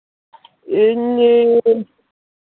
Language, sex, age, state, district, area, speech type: Santali, male, 45-60, Odisha, Mayurbhanj, rural, conversation